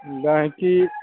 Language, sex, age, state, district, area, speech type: Maithili, male, 45-60, Bihar, Araria, rural, conversation